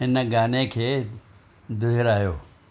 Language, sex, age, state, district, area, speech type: Sindhi, male, 60+, Maharashtra, Thane, urban, read